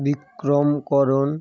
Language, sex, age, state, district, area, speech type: Bengali, male, 18-30, West Bengal, Birbhum, urban, spontaneous